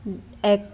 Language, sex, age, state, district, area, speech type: Punjabi, female, 18-30, Punjab, Muktsar, urban, read